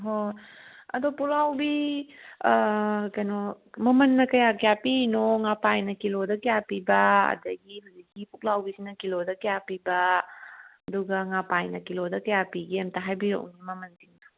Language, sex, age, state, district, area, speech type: Manipuri, female, 30-45, Manipur, Kangpokpi, urban, conversation